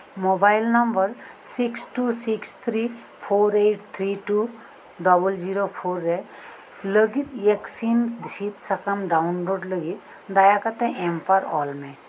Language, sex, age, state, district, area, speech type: Santali, female, 45-60, West Bengal, Birbhum, rural, read